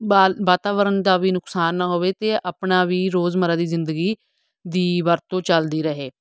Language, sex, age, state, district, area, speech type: Punjabi, female, 45-60, Punjab, Fatehgarh Sahib, rural, spontaneous